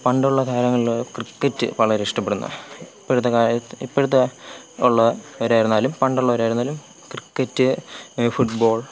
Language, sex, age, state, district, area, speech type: Malayalam, male, 18-30, Kerala, Thiruvananthapuram, rural, spontaneous